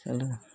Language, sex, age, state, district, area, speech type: Hindi, female, 60+, Uttar Pradesh, Lucknow, urban, spontaneous